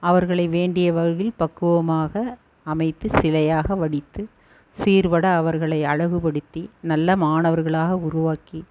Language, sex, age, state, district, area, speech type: Tamil, female, 60+, Tamil Nadu, Erode, urban, spontaneous